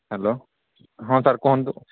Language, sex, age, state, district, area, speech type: Odia, male, 30-45, Odisha, Sambalpur, rural, conversation